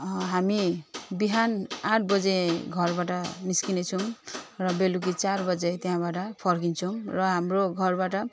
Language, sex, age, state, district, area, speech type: Nepali, female, 45-60, West Bengal, Jalpaiguri, urban, spontaneous